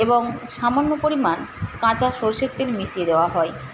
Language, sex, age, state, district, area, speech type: Bengali, female, 45-60, West Bengal, Paschim Medinipur, rural, spontaneous